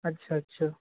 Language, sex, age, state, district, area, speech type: Bengali, male, 18-30, West Bengal, Nadia, rural, conversation